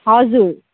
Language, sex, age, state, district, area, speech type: Nepali, female, 18-30, West Bengal, Darjeeling, rural, conversation